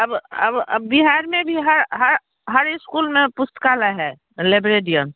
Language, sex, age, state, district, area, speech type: Hindi, female, 45-60, Bihar, Darbhanga, rural, conversation